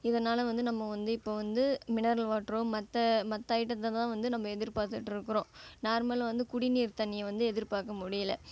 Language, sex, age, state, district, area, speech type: Tamil, female, 18-30, Tamil Nadu, Kallakurichi, rural, spontaneous